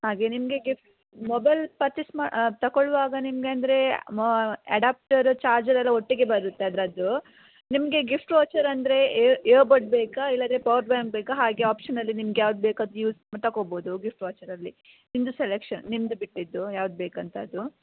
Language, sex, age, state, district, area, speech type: Kannada, female, 18-30, Karnataka, Shimoga, rural, conversation